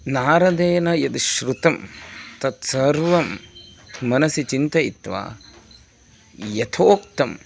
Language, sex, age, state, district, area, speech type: Sanskrit, male, 18-30, Karnataka, Uttara Kannada, rural, spontaneous